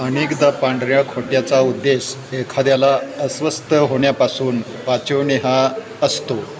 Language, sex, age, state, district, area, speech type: Marathi, male, 60+, Maharashtra, Satara, rural, read